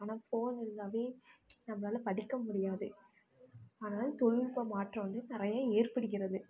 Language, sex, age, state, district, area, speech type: Tamil, female, 18-30, Tamil Nadu, Namakkal, rural, spontaneous